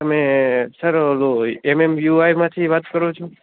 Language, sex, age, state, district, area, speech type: Gujarati, male, 18-30, Gujarat, Junagadh, urban, conversation